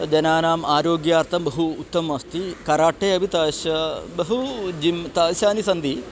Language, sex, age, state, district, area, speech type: Sanskrit, male, 45-60, Kerala, Kollam, rural, spontaneous